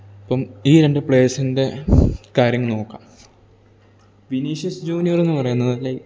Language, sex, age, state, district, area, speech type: Malayalam, male, 18-30, Kerala, Idukki, rural, spontaneous